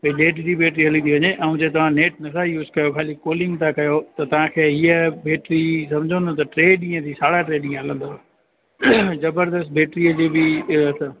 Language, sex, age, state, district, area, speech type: Sindhi, male, 30-45, Gujarat, Junagadh, rural, conversation